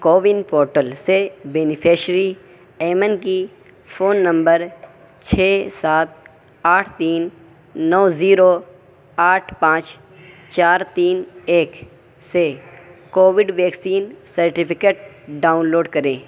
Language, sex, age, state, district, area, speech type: Urdu, male, 18-30, Uttar Pradesh, Saharanpur, urban, read